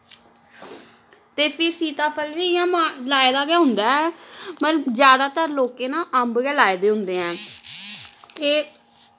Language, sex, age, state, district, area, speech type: Dogri, female, 18-30, Jammu and Kashmir, Samba, rural, spontaneous